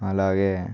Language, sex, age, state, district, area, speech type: Telugu, male, 18-30, Telangana, Nirmal, rural, spontaneous